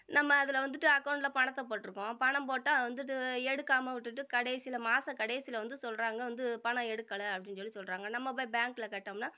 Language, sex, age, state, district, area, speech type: Tamil, female, 45-60, Tamil Nadu, Madurai, urban, spontaneous